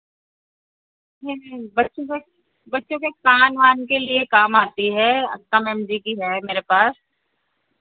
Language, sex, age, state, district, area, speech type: Hindi, female, 45-60, Uttar Pradesh, Sitapur, rural, conversation